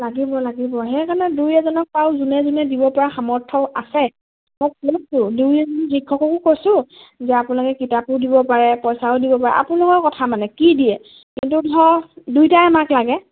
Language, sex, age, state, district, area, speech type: Assamese, female, 18-30, Assam, Lakhimpur, urban, conversation